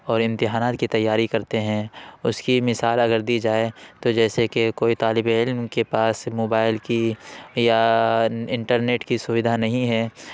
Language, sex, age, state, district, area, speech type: Urdu, male, 30-45, Uttar Pradesh, Lucknow, urban, spontaneous